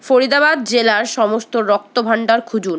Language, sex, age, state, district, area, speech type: Bengali, female, 60+, West Bengal, Paschim Bardhaman, urban, read